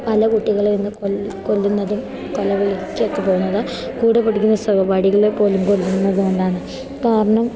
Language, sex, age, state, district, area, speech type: Malayalam, female, 18-30, Kerala, Idukki, rural, spontaneous